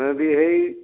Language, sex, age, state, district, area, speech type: Bodo, male, 45-60, Assam, Chirang, rural, conversation